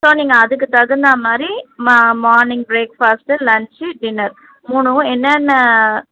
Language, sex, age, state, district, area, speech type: Tamil, female, 30-45, Tamil Nadu, Tiruvallur, urban, conversation